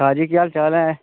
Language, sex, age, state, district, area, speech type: Dogri, male, 18-30, Jammu and Kashmir, Udhampur, rural, conversation